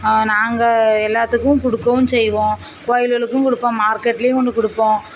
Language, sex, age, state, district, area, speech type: Tamil, female, 45-60, Tamil Nadu, Thoothukudi, rural, spontaneous